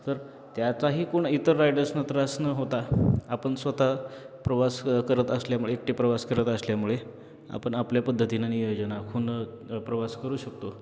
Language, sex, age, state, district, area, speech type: Marathi, male, 18-30, Maharashtra, Osmanabad, rural, spontaneous